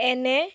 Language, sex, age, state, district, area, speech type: Assamese, female, 18-30, Assam, Lakhimpur, rural, read